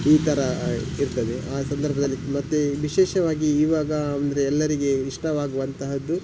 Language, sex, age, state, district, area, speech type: Kannada, male, 45-60, Karnataka, Udupi, rural, spontaneous